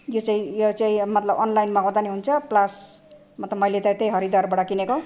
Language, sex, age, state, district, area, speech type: Nepali, female, 60+, Assam, Sonitpur, rural, spontaneous